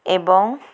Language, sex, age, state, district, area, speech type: Odia, female, 45-60, Odisha, Cuttack, urban, spontaneous